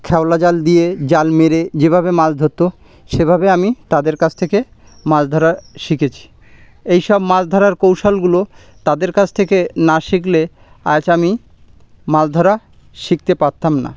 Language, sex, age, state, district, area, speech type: Bengali, male, 30-45, West Bengal, Birbhum, urban, spontaneous